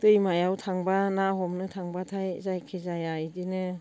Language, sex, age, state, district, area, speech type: Bodo, female, 60+, Assam, Baksa, rural, spontaneous